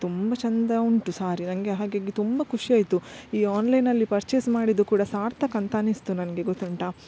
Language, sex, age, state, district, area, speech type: Kannada, female, 30-45, Karnataka, Udupi, rural, spontaneous